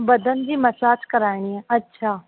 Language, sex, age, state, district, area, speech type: Sindhi, female, 18-30, Rajasthan, Ajmer, urban, conversation